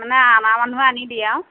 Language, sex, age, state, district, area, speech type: Assamese, female, 30-45, Assam, Nagaon, rural, conversation